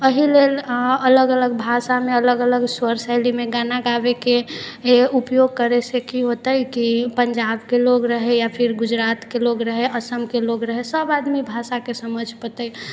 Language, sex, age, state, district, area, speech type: Maithili, female, 18-30, Bihar, Sitamarhi, urban, spontaneous